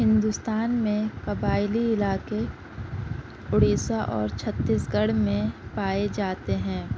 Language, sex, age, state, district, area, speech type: Urdu, female, 18-30, Uttar Pradesh, Gautam Buddha Nagar, urban, spontaneous